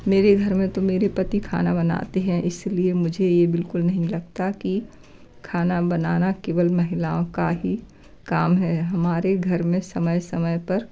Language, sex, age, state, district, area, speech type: Hindi, female, 60+, Madhya Pradesh, Gwalior, rural, spontaneous